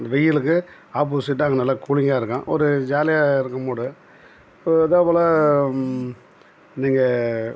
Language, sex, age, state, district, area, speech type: Tamil, male, 60+, Tamil Nadu, Tiruvannamalai, rural, spontaneous